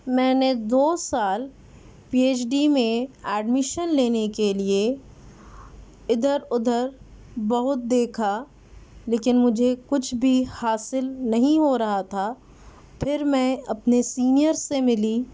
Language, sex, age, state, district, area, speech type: Urdu, female, 30-45, Delhi, South Delhi, rural, spontaneous